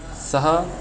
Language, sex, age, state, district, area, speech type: Sanskrit, male, 18-30, Karnataka, Uttara Kannada, rural, spontaneous